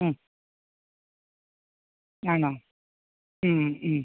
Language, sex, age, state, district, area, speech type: Malayalam, female, 45-60, Kerala, Malappuram, rural, conversation